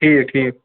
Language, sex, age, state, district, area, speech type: Kashmiri, male, 45-60, Jammu and Kashmir, Srinagar, urban, conversation